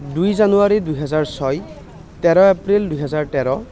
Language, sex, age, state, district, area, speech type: Assamese, male, 18-30, Assam, Nalbari, rural, spontaneous